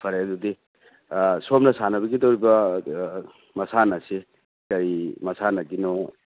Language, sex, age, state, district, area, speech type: Manipuri, male, 45-60, Manipur, Churachandpur, rural, conversation